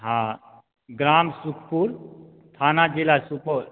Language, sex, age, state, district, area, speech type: Maithili, male, 45-60, Bihar, Supaul, rural, conversation